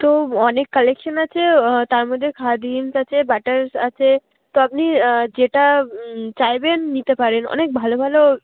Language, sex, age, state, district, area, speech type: Bengali, female, 18-30, West Bengal, Uttar Dinajpur, urban, conversation